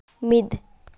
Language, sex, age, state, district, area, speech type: Santali, female, 18-30, Jharkhand, Seraikela Kharsawan, rural, read